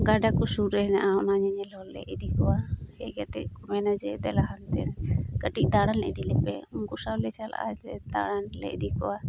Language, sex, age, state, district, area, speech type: Santali, female, 30-45, West Bengal, Uttar Dinajpur, rural, spontaneous